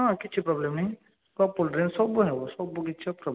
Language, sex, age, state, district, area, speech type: Odia, male, 18-30, Odisha, Balasore, rural, conversation